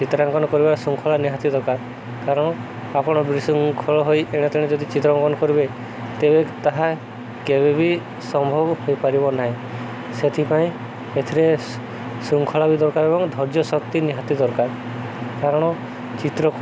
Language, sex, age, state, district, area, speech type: Odia, male, 18-30, Odisha, Subarnapur, urban, spontaneous